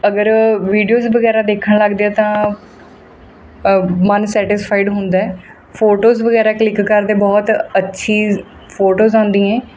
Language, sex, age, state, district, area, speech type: Punjabi, female, 30-45, Punjab, Mohali, rural, spontaneous